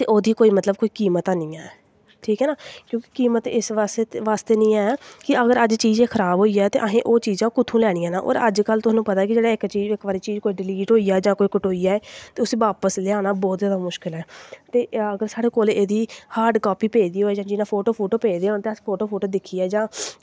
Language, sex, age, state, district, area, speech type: Dogri, female, 18-30, Jammu and Kashmir, Samba, rural, spontaneous